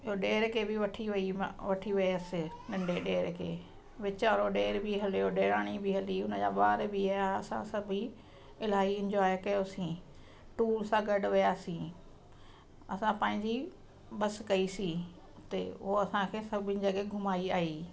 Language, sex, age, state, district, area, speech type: Sindhi, female, 45-60, Delhi, South Delhi, rural, spontaneous